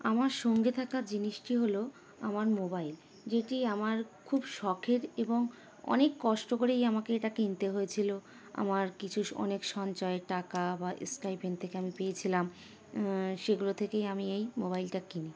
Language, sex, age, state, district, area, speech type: Bengali, female, 30-45, West Bengal, Howrah, urban, spontaneous